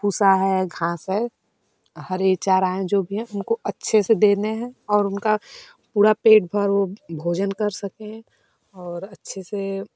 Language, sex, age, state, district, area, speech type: Hindi, female, 30-45, Uttar Pradesh, Varanasi, rural, spontaneous